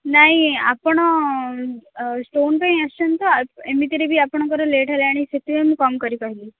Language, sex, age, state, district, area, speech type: Odia, female, 18-30, Odisha, Sundergarh, urban, conversation